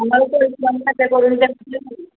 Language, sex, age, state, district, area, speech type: Odia, female, 45-60, Odisha, Angul, rural, conversation